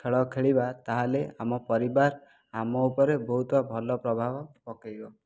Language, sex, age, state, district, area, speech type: Odia, male, 18-30, Odisha, Jajpur, rural, spontaneous